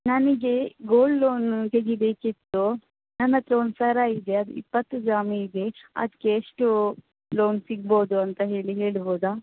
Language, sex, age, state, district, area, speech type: Kannada, female, 18-30, Karnataka, Shimoga, rural, conversation